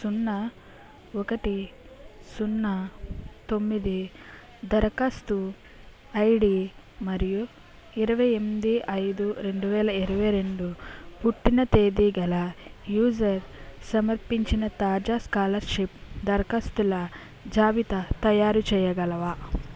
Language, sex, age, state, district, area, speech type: Telugu, female, 18-30, Andhra Pradesh, West Godavari, rural, read